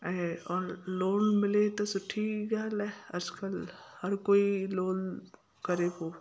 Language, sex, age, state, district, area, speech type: Sindhi, female, 30-45, Gujarat, Kutch, urban, spontaneous